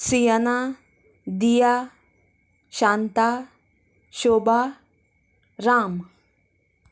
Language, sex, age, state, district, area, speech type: Goan Konkani, female, 30-45, Goa, Canacona, rural, spontaneous